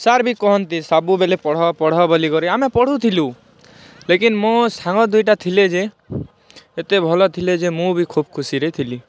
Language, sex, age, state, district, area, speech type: Odia, male, 18-30, Odisha, Kalahandi, rural, spontaneous